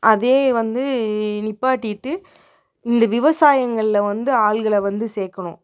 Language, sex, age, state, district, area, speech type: Tamil, female, 30-45, Tamil Nadu, Perambalur, rural, spontaneous